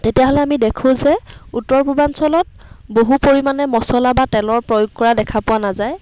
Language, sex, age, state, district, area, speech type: Assamese, female, 30-45, Assam, Dibrugarh, rural, spontaneous